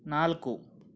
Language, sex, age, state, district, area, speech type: Kannada, male, 45-60, Karnataka, Bangalore Urban, urban, read